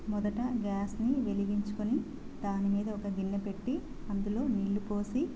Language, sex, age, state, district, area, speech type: Telugu, female, 30-45, Andhra Pradesh, Sri Balaji, rural, spontaneous